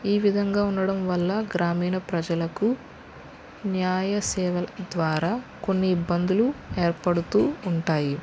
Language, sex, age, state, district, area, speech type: Telugu, female, 45-60, Andhra Pradesh, West Godavari, rural, spontaneous